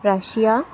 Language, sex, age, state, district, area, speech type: Assamese, female, 18-30, Assam, Kamrup Metropolitan, urban, spontaneous